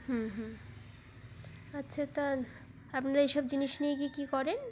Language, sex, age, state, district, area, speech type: Bengali, female, 30-45, West Bengal, Dakshin Dinajpur, urban, spontaneous